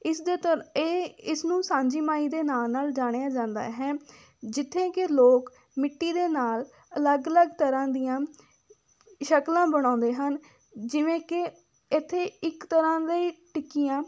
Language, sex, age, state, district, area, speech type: Punjabi, female, 18-30, Punjab, Fatehgarh Sahib, rural, spontaneous